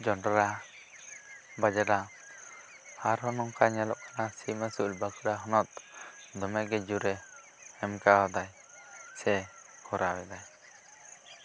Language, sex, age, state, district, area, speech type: Santali, male, 18-30, West Bengal, Bankura, rural, spontaneous